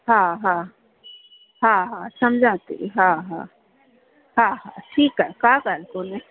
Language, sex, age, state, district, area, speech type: Sindhi, female, 45-60, Uttar Pradesh, Lucknow, urban, conversation